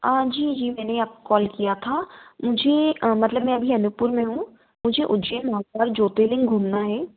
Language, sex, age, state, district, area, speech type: Hindi, female, 18-30, Madhya Pradesh, Ujjain, urban, conversation